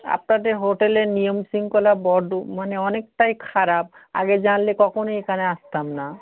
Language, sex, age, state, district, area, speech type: Bengali, male, 18-30, West Bengal, South 24 Parganas, rural, conversation